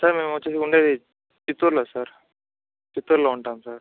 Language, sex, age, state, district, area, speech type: Telugu, male, 18-30, Andhra Pradesh, Chittoor, rural, conversation